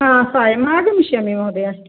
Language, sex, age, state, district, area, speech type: Sanskrit, female, 45-60, Kerala, Kasaragod, rural, conversation